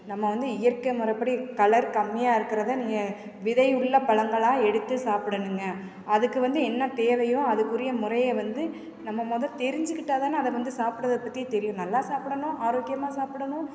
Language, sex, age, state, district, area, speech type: Tamil, female, 30-45, Tamil Nadu, Perambalur, rural, spontaneous